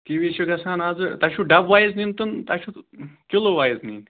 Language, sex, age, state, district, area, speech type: Kashmiri, male, 30-45, Jammu and Kashmir, Srinagar, urban, conversation